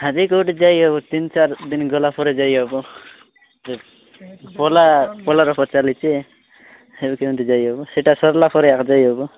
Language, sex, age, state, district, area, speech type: Odia, male, 18-30, Odisha, Nabarangpur, urban, conversation